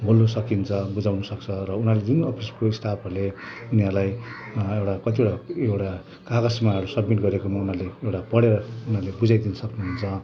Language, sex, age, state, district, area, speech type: Nepali, male, 60+, West Bengal, Kalimpong, rural, spontaneous